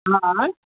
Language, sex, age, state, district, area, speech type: Maithili, male, 30-45, Bihar, Darbhanga, urban, conversation